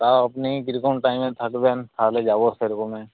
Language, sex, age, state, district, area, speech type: Bengali, male, 18-30, West Bengal, Uttar Dinajpur, rural, conversation